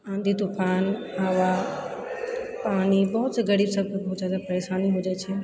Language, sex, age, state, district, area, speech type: Maithili, female, 30-45, Bihar, Purnia, rural, spontaneous